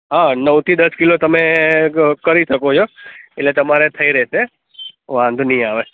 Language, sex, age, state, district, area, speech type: Gujarati, male, 30-45, Gujarat, Ahmedabad, urban, conversation